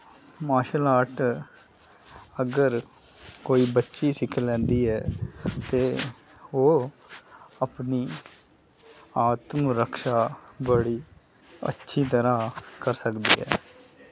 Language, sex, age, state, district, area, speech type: Dogri, male, 30-45, Jammu and Kashmir, Kathua, urban, spontaneous